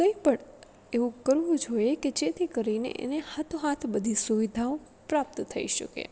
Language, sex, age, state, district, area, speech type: Gujarati, female, 18-30, Gujarat, Rajkot, rural, spontaneous